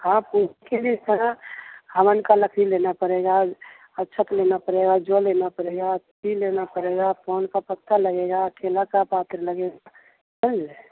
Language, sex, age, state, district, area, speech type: Hindi, male, 30-45, Bihar, Begusarai, rural, conversation